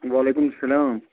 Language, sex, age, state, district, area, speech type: Kashmiri, male, 30-45, Jammu and Kashmir, Budgam, rural, conversation